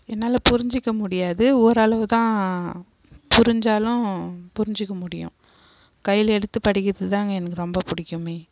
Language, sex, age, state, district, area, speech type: Tamil, female, 30-45, Tamil Nadu, Kallakurichi, rural, spontaneous